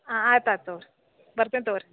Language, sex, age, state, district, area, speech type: Kannada, female, 60+, Karnataka, Belgaum, rural, conversation